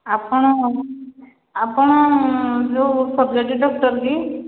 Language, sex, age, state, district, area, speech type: Odia, female, 45-60, Odisha, Angul, rural, conversation